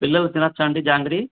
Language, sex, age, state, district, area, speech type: Telugu, male, 45-60, Andhra Pradesh, Sri Satya Sai, urban, conversation